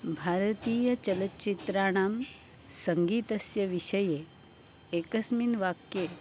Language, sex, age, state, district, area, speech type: Sanskrit, female, 60+, Maharashtra, Nagpur, urban, spontaneous